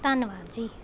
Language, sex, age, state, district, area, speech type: Punjabi, female, 18-30, Punjab, Pathankot, rural, spontaneous